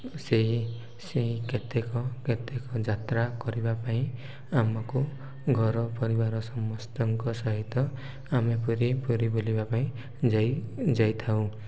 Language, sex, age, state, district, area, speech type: Odia, male, 18-30, Odisha, Koraput, urban, spontaneous